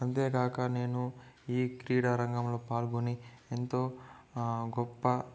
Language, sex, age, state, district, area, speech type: Telugu, male, 45-60, Andhra Pradesh, Chittoor, urban, spontaneous